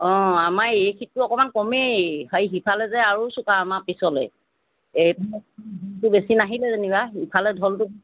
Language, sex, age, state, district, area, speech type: Assamese, female, 60+, Assam, Golaghat, urban, conversation